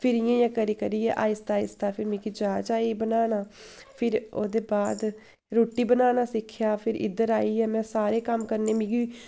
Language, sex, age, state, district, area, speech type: Dogri, female, 18-30, Jammu and Kashmir, Samba, rural, spontaneous